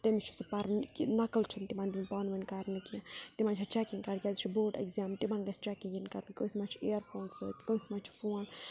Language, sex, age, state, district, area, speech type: Kashmiri, female, 30-45, Jammu and Kashmir, Budgam, rural, spontaneous